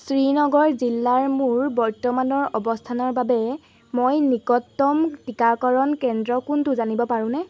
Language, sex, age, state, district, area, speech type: Assamese, female, 18-30, Assam, Golaghat, rural, read